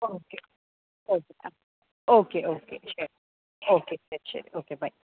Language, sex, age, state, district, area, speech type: Malayalam, female, 18-30, Kerala, Thrissur, urban, conversation